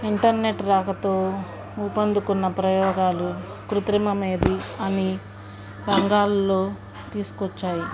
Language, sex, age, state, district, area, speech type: Telugu, female, 45-60, Andhra Pradesh, Guntur, urban, spontaneous